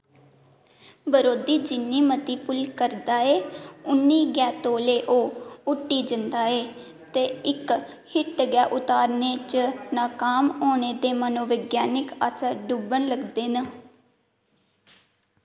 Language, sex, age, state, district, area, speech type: Dogri, female, 18-30, Jammu and Kashmir, Kathua, rural, read